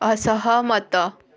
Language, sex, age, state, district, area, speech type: Odia, female, 18-30, Odisha, Bargarh, urban, read